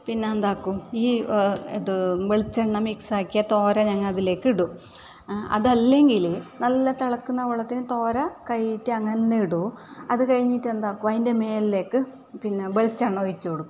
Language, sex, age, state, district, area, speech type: Malayalam, female, 45-60, Kerala, Kasaragod, urban, spontaneous